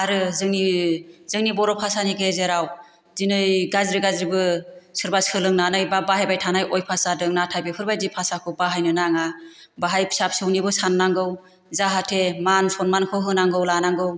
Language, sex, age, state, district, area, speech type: Bodo, female, 45-60, Assam, Chirang, rural, spontaneous